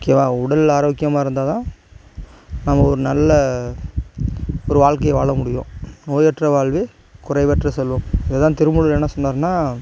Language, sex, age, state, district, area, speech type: Tamil, male, 45-60, Tamil Nadu, Tiruchirappalli, rural, spontaneous